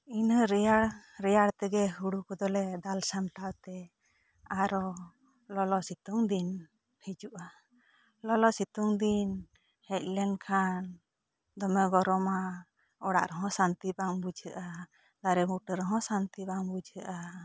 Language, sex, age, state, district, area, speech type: Santali, female, 45-60, West Bengal, Bankura, rural, spontaneous